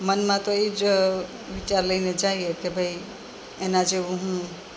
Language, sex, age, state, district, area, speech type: Gujarati, female, 45-60, Gujarat, Rajkot, urban, spontaneous